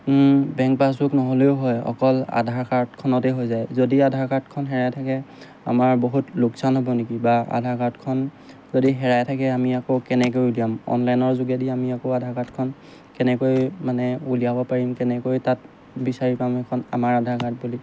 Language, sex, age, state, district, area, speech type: Assamese, male, 30-45, Assam, Golaghat, rural, spontaneous